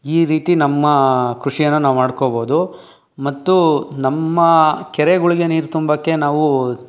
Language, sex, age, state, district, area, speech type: Kannada, male, 18-30, Karnataka, Tumkur, rural, spontaneous